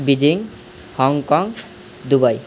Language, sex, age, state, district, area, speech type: Maithili, male, 18-30, Bihar, Purnia, rural, spontaneous